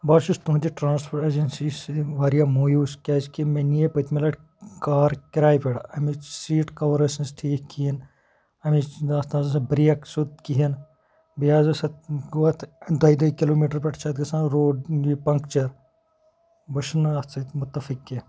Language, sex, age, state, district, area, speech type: Kashmiri, male, 30-45, Jammu and Kashmir, Pulwama, rural, spontaneous